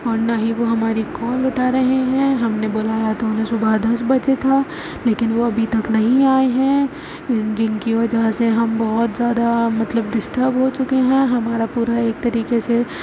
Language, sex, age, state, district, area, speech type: Urdu, female, 30-45, Uttar Pradesh, Aligarh, rural, spontaneous